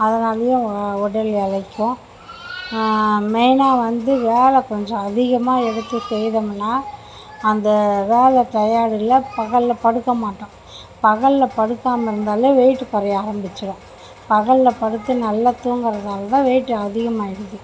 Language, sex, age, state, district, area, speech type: Tamil, female, 60+, Tamil Nadu, Mayiladuthurai, rural, spontaneous